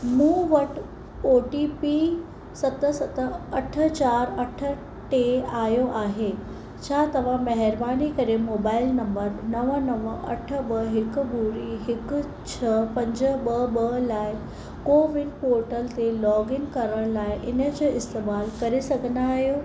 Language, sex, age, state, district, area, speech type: Sindhi, female, 45-60, Maharashtra, Mumbai Suburban, urban, read